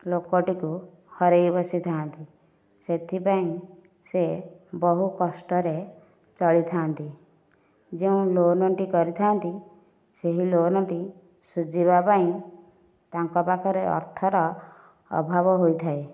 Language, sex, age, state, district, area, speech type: Odia, female, 30-45, Odisha, Nayagarh, rural, spontaneous